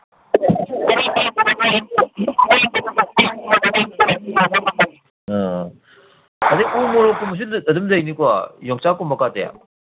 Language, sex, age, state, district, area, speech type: Manipuri, male, 60+, Manipur, Kangpokpi, urban, conversation